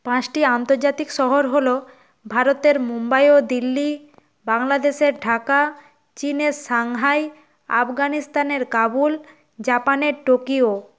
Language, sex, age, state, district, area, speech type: Bengali, female, 18-30, West Bengal, Nadia, rural, spontaneous